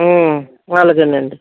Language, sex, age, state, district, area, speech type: Telugu, female, 45-60, Andhra Pradesh, Eluru, rural, conversation